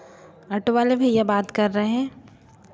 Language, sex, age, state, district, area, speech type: Hindi, female, 30-45, Madhya Pradesh, Hoshangabad, rural, spontaneous